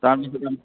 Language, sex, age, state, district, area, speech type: Assamese, male, 30-45, Assam, Barpeta, rural, conversation